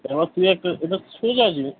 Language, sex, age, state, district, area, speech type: Bengali, male, 30-45, West Bengal, Kolkata, urban, conversation